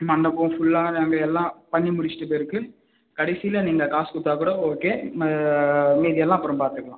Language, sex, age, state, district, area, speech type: Tamil, male, 18-30, Tamil Nadu, Vellore, rural, conversation